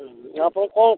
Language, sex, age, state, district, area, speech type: Odia, male, 60+, Odisha, Jharsuguda, rural, conversation